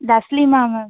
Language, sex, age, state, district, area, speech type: Tamil, female, 18-30, Tamil Nadu, Pudukkottai, rural, conversation